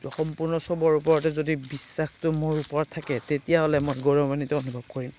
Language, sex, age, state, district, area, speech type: Assamese, male, 30-45, Assam, Darrang, rural, spontaneous